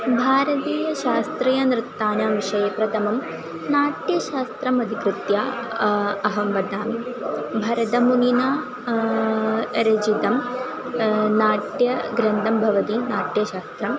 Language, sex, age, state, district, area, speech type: Sanskrit, female, 18-30, Kerala, Thrissur, rural, spontaneous